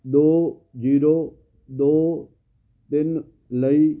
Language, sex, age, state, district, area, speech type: Punjabi, male, 60+, Punjab, Fazilka, rural, read